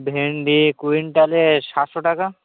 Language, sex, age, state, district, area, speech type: Bengali, male, 18-30, West Bengal, Birbhum, urban, conversation